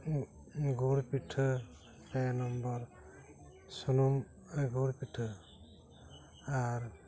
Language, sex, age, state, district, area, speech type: Santali, male, 60+, West Bengal, Dakshin Dinajpur, rural, spontaneous